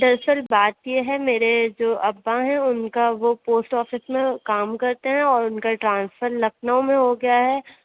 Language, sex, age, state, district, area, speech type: Urdu, female, 18-30, Uttar Pradesh, Aligarh, urban, conversation